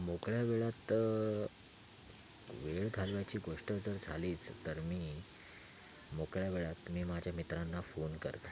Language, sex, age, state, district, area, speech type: Marathi, male, 18-30, Maharashtra, Thane, urban, spontaneous